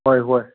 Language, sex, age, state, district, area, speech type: Manipuri, male, 60+, Manipur, Kangpokpi, urban, conversation